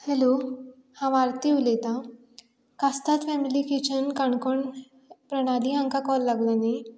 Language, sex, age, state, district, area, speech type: Goan Konkani, female, 18-30, Goa, Canacona, rural, spontaneous